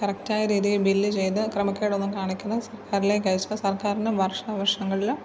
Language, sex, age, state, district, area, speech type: Malayalam, female, 30-45, Kerala, Pathanamthitta, rural, spontaneous